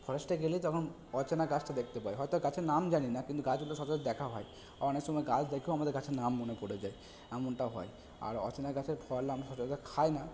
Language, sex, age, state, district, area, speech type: Bengali, male, 30-45, West Bengal, Purba Bardhaman, rural, spontaneous